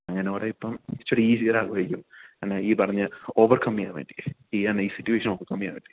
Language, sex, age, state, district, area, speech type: Malayalam, male, 18-30, Kerala, Idukki, rural, conversation